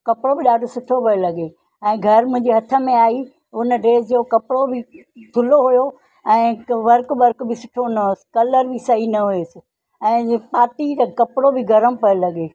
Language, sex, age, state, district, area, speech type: Sindhi, female, 60+, Maharashtra, Thane, urban, spontaneous